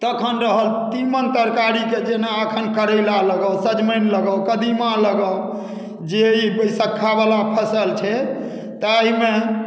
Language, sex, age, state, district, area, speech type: Maithili, male, 60+, Bihar, Madhubani, rural, spontaneous